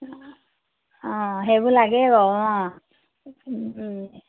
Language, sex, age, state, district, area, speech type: Assamese, female, 30-45, Assam, Majuli, urban, conversation